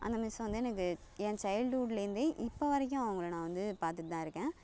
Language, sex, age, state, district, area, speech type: Tamil, female, 30-45, Tamil Nadu, Thanjavur, urban, spontaneous